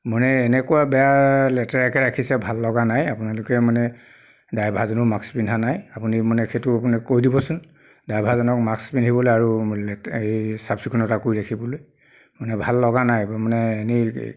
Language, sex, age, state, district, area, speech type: Assamese, male, 30-45, Assam, Nagaon, rural, spontaneous